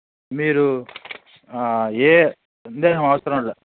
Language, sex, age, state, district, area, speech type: Telugu, male, 30-45, Andhra Pradesh, Sri Balaji, rural, conversation